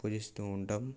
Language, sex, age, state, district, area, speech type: Telugu, male, 18-30, Telangana, Mancherial, rural, spontaneous